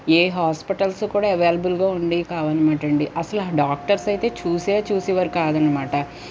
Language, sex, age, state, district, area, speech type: Telugu, female, 30-45, Andhra Pradesh, Guntur, rural, spontaneous